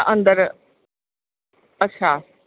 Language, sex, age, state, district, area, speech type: Dogri, female, 30-45, Jammu and Kashmir, Jammu, urban, conversation